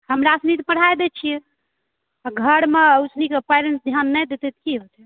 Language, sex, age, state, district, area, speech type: Maithili, female, 18-30, Bihar, Purnia, rural, conversation